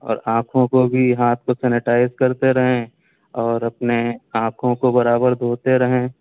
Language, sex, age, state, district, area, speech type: Urdu, male, 18-30, Uttar Pradesh, Shahjahanpur, urban, conversation